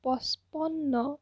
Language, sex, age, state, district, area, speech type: Assamese, female, 18-30, Assam, Jorhat, urban, spontaneous